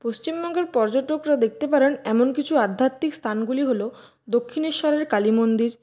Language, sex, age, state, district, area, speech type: Bengali, female, 30-45, West Bengal, Purulia, urban, spontaneous